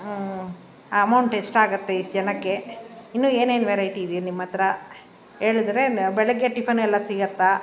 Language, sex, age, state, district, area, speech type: Kannada, female, 30-45, Karnataka, Bangalore Rural, urban, spontaneous